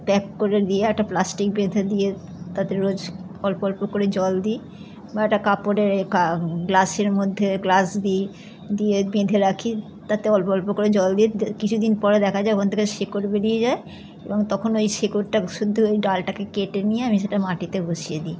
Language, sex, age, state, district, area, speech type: Bengali, female, 60+, West Bengal, Howrah, urban, spontaneous